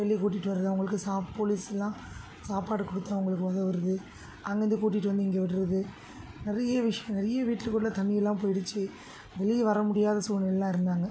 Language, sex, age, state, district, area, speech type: Tamil, female, 30-45, Tamil Nadu, Tiruvallur, urban, spontaneous